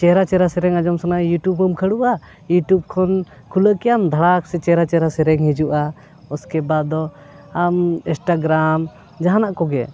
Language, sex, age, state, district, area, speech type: Santali, male, 30-45, Jharkhand, Bokaro, rural, spontaneous